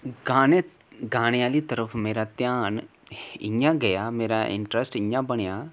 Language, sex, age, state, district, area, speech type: Dogri, male, 18-30, Jammu and Kashmir, Reasi, rural, spontaneous